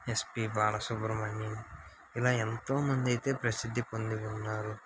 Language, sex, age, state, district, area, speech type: Telugu, male, 18-30, Andhra Pradesh, Srikakulam, urban, spontaneous